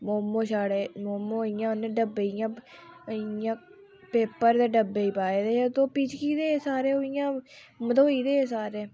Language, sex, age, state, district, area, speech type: Dogri, female, 18-30, Jammu and Kashmir, Udhampur, rural, spontaneous